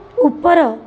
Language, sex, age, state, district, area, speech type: Odia, female, 30-45, Odisha, Cuttack, urban, read